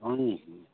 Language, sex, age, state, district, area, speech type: Maithili, male, 45-60, Bihar, Saharsa, rural, conversation